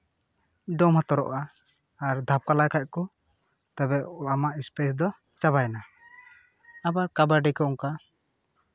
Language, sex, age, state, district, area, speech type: Santali, male, 18-30, West Bengal, Purba Bardhaman, rural, spontaneous